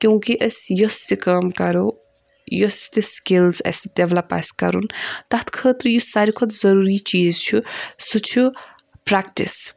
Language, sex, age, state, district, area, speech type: Kashmiri, female, 18-30, Jammu and Kashmir, Budgam, urban, spontaneous